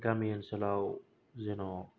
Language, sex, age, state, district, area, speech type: Bodo, male, 18-30, Assam, Kokrajhar, rural, spontaneous